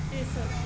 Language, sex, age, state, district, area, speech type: Punjabi, female, 30-45, Punjab, Muktsar, urban, spontaneous